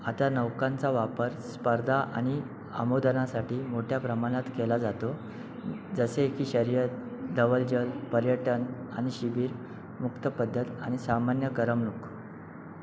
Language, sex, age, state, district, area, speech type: Marathi, male, 30-45, Maharashtra, Ratnagiri, urban, read